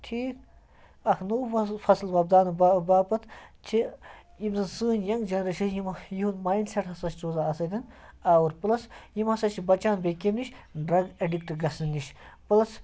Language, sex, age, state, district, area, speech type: Kashmiri, male, 30-45, Jammu and Kashmir, Ganderbal, rural, spontaneous